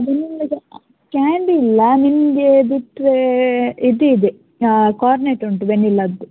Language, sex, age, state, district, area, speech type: Kannada, female, 18-30, Karnataka, Udupi, rural, conversation